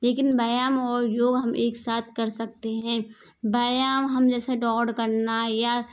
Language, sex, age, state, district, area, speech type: Hindi, female, 18-30, Rajasthan, Karauli, rural, spontaneous